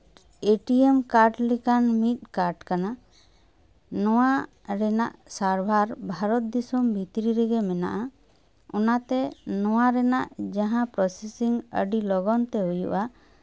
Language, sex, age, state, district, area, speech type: Santali, female, 30-45, West Bengal, Bankura, rural, spontaneous